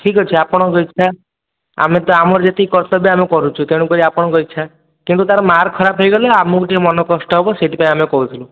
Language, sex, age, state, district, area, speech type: Odia, male, 18-30, Odisha, Kendrapara, urban, conversation